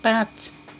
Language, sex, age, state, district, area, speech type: Nepali, female, 45-60, West Bengal, Kalimpong, rural, read